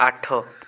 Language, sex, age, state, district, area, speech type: Odia, male, 18-30, Odisha, Balasore, rural, read